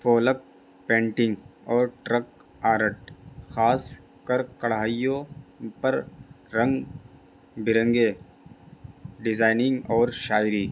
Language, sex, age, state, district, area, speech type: Urdu, male, 18-30, Delhi, North East Delhi, urban, spontaneous